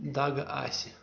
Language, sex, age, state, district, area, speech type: Kashmiri, male, 18-30, Jammu and Kashmir, Pulwama, rural, spontaneous